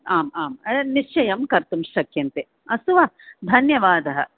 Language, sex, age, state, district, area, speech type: Sanskrit, female, 45-60, Tamil Nadu, Chennai, urban, conversation